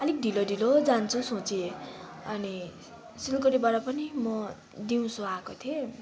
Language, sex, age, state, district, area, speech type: Nepali, female, 18-30, West Bengal, Kalimpong, rural, spontaneous